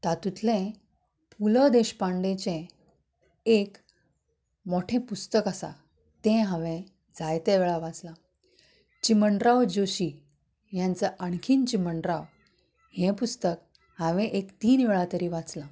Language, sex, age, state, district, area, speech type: Goan Konkani, female, 30-45, Goa, Canacona, rural, spontaneous